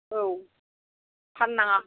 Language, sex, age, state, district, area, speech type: Bodo, female, 60+, Assam, Kokrajhar, rural, conversation